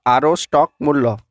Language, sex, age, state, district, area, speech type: Bengali, male, 45-60, West Bengal, Nadia, rural, read